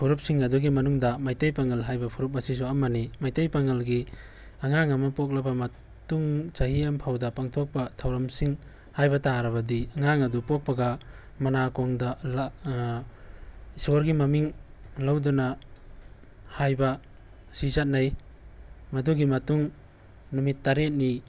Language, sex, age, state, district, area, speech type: Manipuri, male, 18-30, Manipur, Tengnoupal, rural, spontaneous